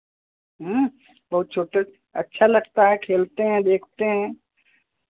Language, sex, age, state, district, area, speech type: Hindi, female, 60+, Uttar Pradesh, Hardoi, rural, conversation